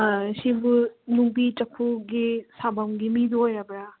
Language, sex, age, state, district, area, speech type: Manipuri, female, 45-60, Manipur, Churachandpur, rural, conversation